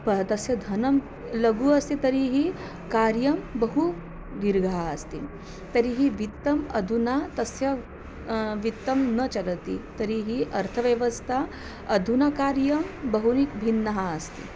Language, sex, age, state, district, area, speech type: Sanskrit, female, 30-45, Maharashtra, Nagpur, urban, spontaneous